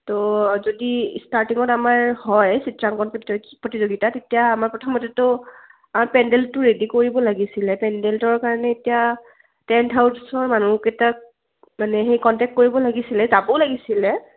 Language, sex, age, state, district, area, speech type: Assamese, female, 18-30, Assam, Kamrup Metropolitan, urban, conversation